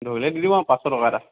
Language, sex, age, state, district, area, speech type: Assamese, male, 30-45, Assam, Kamrup Metropolitan, rural, conversation